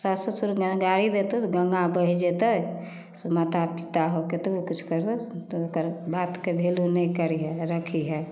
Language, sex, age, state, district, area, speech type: Maithili, female, 45-60, Bihar, Samastipur, rural, spontaneous